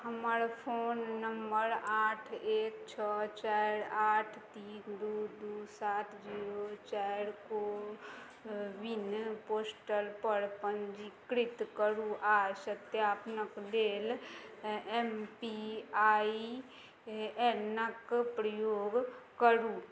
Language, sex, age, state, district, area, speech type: Maithili, female, 30-45, Bihar, Madhubani, rural, read